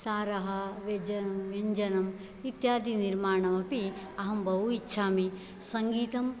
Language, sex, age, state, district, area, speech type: Sanskrit, female, 45-60, Karnataka, Dakshina Kannada, rural, spontaneous